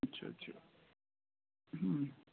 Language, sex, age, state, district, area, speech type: Urdu, male, 18-30, Delhi, East Delhi, urban, conversation